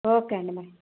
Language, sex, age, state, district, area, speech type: Telugu, female, 60+, Andhra Pradesh, Krishna, rural, conversation